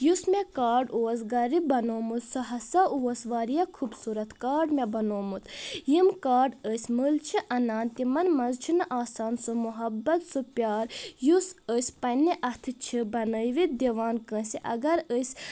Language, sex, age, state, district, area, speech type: Kashmiri, female, 18-30, Jammu and Kashmir, Budgam, rural, spontaneous